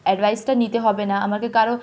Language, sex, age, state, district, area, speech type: Bengali, female, 18-30, West Bengal, Hooghly, urban, spontaneous